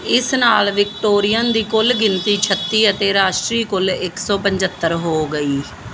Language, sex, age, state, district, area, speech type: Punjabi, female, 30-45, Punjab, Muktsar, urban, read